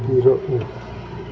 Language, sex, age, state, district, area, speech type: Manipuri, male, 30-45, Manipur, Kangpokpi, urban, read